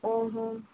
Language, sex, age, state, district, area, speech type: Odia, female, 18-30, Odisha, Malkangiri, urban, conversation